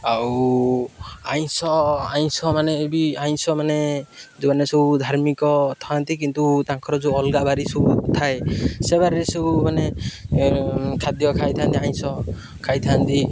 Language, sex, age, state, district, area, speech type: Odia, male, 18-30, Odisha, Jagatsinghpur, rural, spontaneous